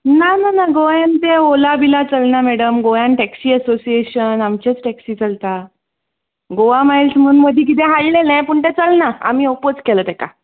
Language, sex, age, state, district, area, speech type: Goan Konkani, female, 30-45, Goa, Ponda, rural, conversation